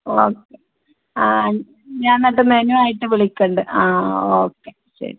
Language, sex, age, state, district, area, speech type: Malayalam, female, 30-45, Kerala, Malappuram, rural, conversation